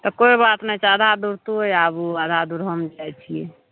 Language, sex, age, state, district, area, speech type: Maithili, female, 45-60, Bihar, Madhepura, rural, conversation